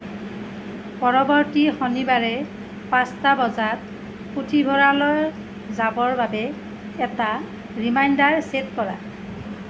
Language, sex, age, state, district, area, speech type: Assamese, female, 30-45, Assam, Nalbari, rural, read